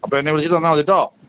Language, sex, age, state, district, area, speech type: Malayalam, male, 60+, Kerala, Kottayam, rural, conversation